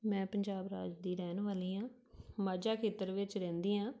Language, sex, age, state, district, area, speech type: Punjabi, female, 30-45, Punjab, Tarn Taran, rural, spontaneous